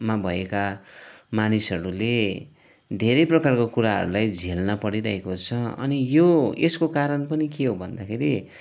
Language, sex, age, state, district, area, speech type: Nepali, male, 45-60, West Bengal, Kalimpong, rural, spontaneous